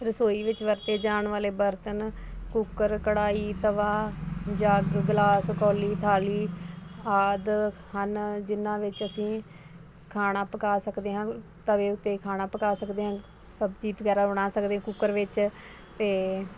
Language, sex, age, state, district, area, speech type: Punjabi, female, 30-45, Punjab, Ludhiana, urban, spontaneous